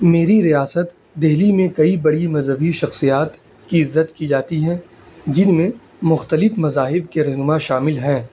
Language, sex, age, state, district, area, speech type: Urdu, male, 18-30, Delhi, North East Delhi, rural, spontaneous